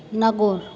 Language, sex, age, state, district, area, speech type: Hindi, female, 60+, Rajasthan, Jodhpur, urban, spontaneous